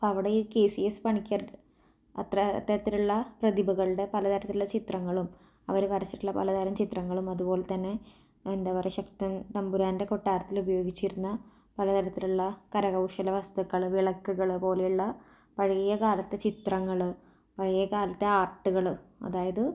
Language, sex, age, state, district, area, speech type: Malayalam, female, 30-45, Kerala, Thrissur, urban, spontaneous